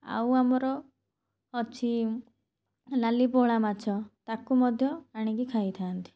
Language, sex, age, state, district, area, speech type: Odia, female, 30-45, Odisha, Cuttack, urban, spontaneous